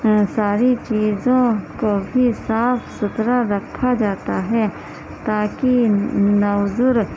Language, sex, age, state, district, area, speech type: Urdu, female, 18-30, Uttar Pradesh, Gautam Buddha Nagar, urban, spontaneous